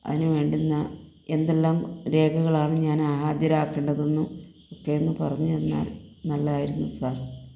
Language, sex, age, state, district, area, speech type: Malayalam, female, 45-60, Kerala, Palakkad, rural, spontaneous